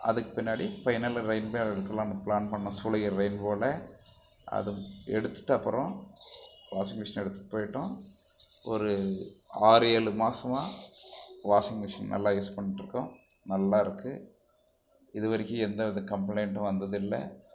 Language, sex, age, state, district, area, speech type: Tamil, male, 45-60, Tamil Nadu, Krishnagiri, rural, spontaneous